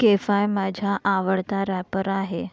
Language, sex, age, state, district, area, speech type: Marathi, female, 45-60, Maharashtra, Nagpur, urban, read